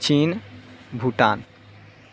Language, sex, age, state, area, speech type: Sanskrit, male, 18-30, Bihar, rural, spontaneous